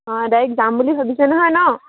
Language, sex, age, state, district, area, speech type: Assamese, female, 18-30, Assam, Sivasagar, rural, conversation